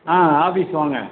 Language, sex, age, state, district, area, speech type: Tamil, male, 60+, Tamil Nadu, Madurai, rural, conversation